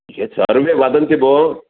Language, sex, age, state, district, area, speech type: Sanskrit, male, 45-60, Karnataka, Uttara Kannada, urban, conversation